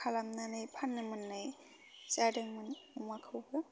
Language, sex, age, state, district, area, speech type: Bodo, female, 18-30, Assam, Baksa, rural, spontaneous